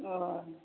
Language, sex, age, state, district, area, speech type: Bodo, female, 60+, Assam, Chirang, rural, conversation